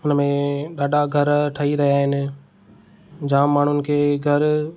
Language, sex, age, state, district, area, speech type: Sindhi, male, 30-45, Maharashtra, Thane, urban, spontaneous